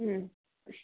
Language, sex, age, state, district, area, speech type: Kannada, female, 18-30, Karnataka, Kolar, rural, conversation